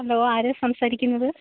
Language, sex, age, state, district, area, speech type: Malayalam, female, 30-45, Kerala, Kollam, rural, conversation